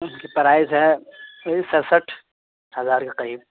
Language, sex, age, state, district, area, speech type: Urdu, male, 18-30, Bihar, Purnia, rural, conversation